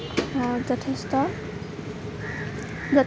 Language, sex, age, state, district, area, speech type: Assamese, female, 18-30, Assam, Kamrup Metropolitan, rural, spontaneous